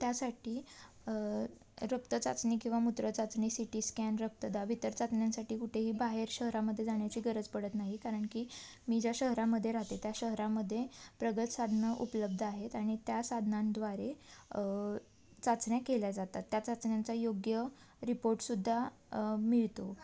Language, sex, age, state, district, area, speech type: Marathi, female, 18-30, Maharashtra, Satara, urban, spontaneous